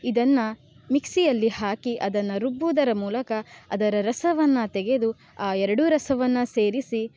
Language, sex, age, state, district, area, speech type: Kannada, female, 18-30, Karnataka, Uttara Kannada, rural, spontaneous